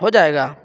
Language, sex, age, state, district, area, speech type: Urdu, male, 30-45, Bihar, Purnia, rural, spontaneous